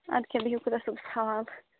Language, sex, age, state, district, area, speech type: Kashmiri, female, 30-45, Jammu and Kashmir, Bandipora, rural, conversation